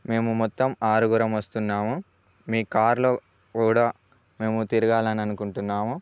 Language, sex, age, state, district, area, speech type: Telugu, male, 18-30, Telangana, Bhadradri Kothagudem, rural, spontaneous